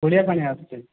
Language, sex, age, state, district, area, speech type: Odia, male, 30-45, Odisha, Kandhamal, rural, conversation